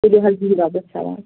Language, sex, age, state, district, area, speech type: Kashmiri, female, 18-30, Jammu and Kashmir, Pulwama, urban, conversation